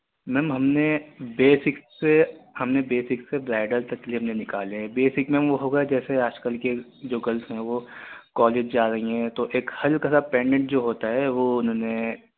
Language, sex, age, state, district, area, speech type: Urdu, male, 18-30, Delhi, Central Delhi, urban, conversation